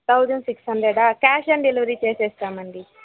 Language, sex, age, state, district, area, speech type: Telugu, female, 18-30, Andhra Pradesh, Chittoor, urban, conversation